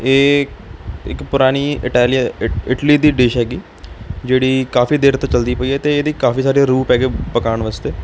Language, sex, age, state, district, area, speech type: Punjabi, male, 18-30, Punjab, Kapurthala, urban, spontaneous